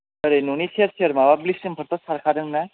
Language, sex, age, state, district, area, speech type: Bodo, male, 18-30, Assam, Kokrajhar, rural, conversation